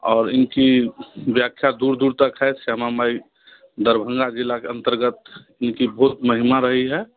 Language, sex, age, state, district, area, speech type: Hindi, male, 60+, Bihar, Darbhanga, urban, conversation